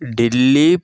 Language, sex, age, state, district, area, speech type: Telugu, male, 18-30, Andhra Pradesh, Chittoor, rural, spontaneous